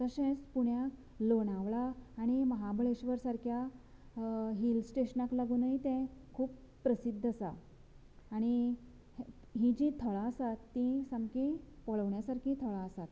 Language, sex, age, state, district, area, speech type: Goan Konkani, female, 30-45, Goa, Canacona, rural, spontaneous